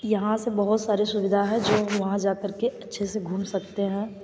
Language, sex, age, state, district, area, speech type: Hindi, female, 18-30, Uttar Pradesh, Mirzapur, rural, spontaneous